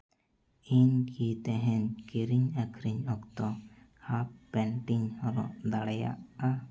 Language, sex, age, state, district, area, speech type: Santali, male, 18-30, Jharkhand, East Singhbhum, rural, read